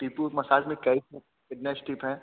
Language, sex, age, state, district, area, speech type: Hindi, male, 18-30, Uttar Pradesh, Bhadohi, urban, conversation